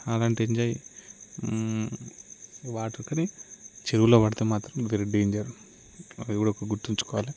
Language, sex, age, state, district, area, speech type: Telugu, male, 18-30, Telangana, Peddapalli, rural, spontaneous